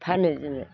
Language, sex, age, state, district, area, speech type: Bodo, female, 60+, Assam, Baksa, rural, spontaneous